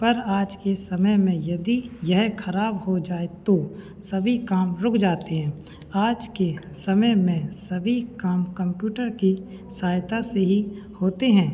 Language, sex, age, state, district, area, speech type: Hindi, male, 18-30, Madhya Pradesh, Hoshangabad, rural, spontaneous